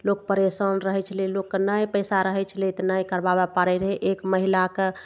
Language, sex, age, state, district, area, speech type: Maithili, female, 45-60, Bihar, Begusarai, urban, spontaneous